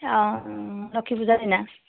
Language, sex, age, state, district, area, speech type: Assamese, female, 30-45, Assam, Majuli, urban, conversation